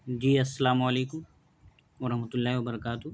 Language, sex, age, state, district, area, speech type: Urdu, male, 18-30, Bihar, Gaya, urban, spontaneous